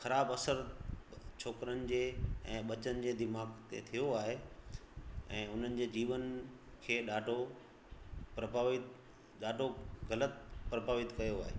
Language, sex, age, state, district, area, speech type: Sindhi, male, 30-45, Gujarat, Kutch, rural, spontaneous